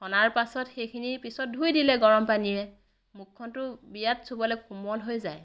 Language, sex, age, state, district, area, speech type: Assamese, female, 30-45, Assam, Biswanath, rural, spontaneous